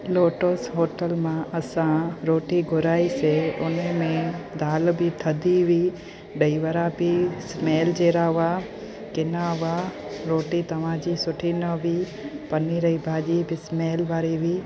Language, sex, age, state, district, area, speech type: Sindhi, female, 30-45, Gujarat, Junagadh, rural, spontaneous